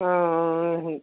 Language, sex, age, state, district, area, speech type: Odia, female, 60+, Odisha, Gajapati, rural, conversation